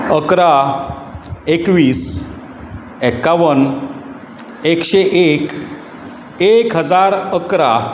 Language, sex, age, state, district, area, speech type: Goan Konkani, male, 45-60, Goa, Bardez, urban, spontaneous